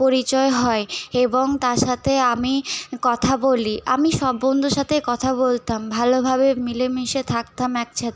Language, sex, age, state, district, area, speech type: Bengali, female, 18-30, West Bengal, Paschim Bardhaman, rural, spontaneous